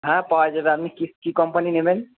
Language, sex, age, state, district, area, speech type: Bengali, male, 30-45, West Bengal, Purba Bardhaman, urban, conversation